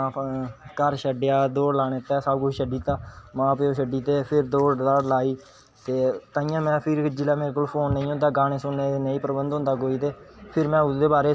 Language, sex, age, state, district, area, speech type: Dogri, male, 18-30, Jammu and Kashmir, Kathua, rural, spontaneous